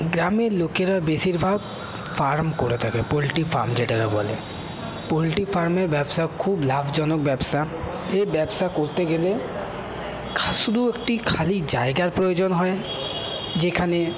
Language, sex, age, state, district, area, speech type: Bengali, male, 18-30, West Bengal, Paschim Bardhaman, rural, spontaneous